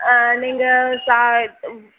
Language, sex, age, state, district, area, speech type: Tamil, female, 30-45, Tamil Nadu, Nagapattinam, rural, conversation